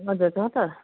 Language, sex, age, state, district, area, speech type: Nepali, female, 60+, West Bengal, Kalimpong, rural, conversation